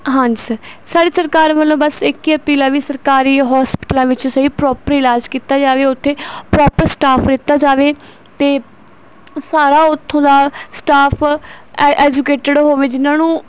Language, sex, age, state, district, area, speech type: Punjabi, female, 18-30, Punjab, Barnala, urban, spontaneous